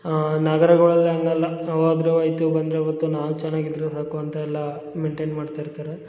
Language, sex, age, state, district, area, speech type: Kannada, male, 18-30, Karnataka, Hassan, rural, spontaneous